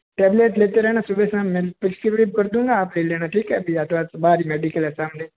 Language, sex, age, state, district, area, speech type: Hindi, male, 30-45, Rajasthan, Jodhpur, urban, conversation